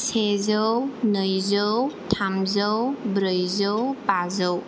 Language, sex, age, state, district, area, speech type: Bodo, female, 18-30, Assam, Kokrajhar, rural, spontaneous